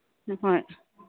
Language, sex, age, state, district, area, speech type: Manipuri, female, 30-45, Manipur, Kangpokpi, urban, conversation